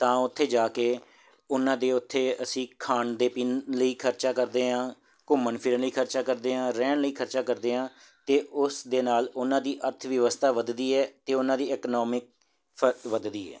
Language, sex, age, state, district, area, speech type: Punjabi, male, 30-45, Punjab, Jalandhar, urban, spontaneous